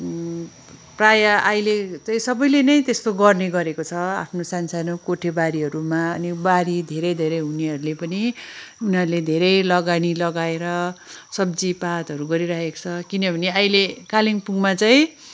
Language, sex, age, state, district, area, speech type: Nepali, female, 45-60, West Bengal, Kalimpong, rural, spontaneous